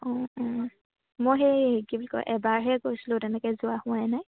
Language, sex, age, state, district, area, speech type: Assamese, female, 18-30, Assam, Sivasagar, rural, conversation